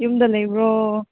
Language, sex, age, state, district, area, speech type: Manipuri, female, 18-30, Manipur, Kangpokpi, urban, conversation